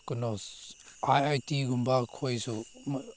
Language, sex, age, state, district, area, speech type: Manipuri, male, 30-45, Manipur, Senapati, rural, spontaneous